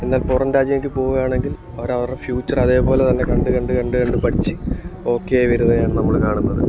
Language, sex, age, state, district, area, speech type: Malayalam, male, 30-45, Kerala, Alappuzha, rural, spontaneous